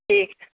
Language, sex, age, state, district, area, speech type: Maithili, female, 30-45, Bihar, Purnia, rural, conversation